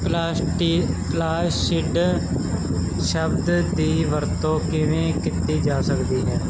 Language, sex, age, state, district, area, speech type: Punjabi, male, 18-30, Punjab, Muktsar, urban, read